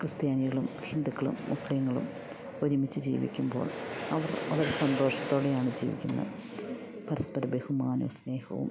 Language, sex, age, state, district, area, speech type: Malayalam, female, 45-60, Kerala, Idukki, rural, spontaneous